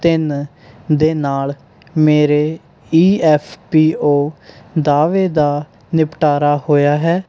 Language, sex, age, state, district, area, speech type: Punjabi, male, 18-30, Punjab, Mohali, urban, read